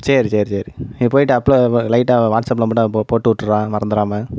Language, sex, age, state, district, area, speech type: Tamil, male, 18-30, Tamil Nadu, Madurai, urban, spontaneous